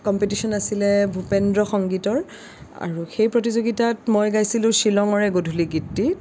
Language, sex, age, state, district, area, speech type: Assamese, female, 18-30, Assam, Kamrup Metropolitan, urban, spontaneous